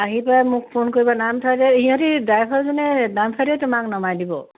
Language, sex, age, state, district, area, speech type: Assamese, female, 45-60, Assam, Dibrugarh, rural, conversation